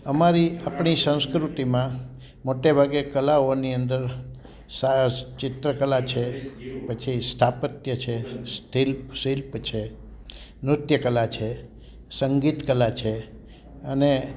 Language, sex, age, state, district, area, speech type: Gujarati, male, 60+, Gujarat, Amreli, rural, spontaneous